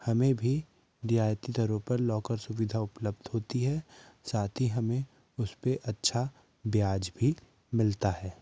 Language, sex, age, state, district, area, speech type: Hindi, male, 18-30, Madhya Pradesh, Betul, urban, spontaneous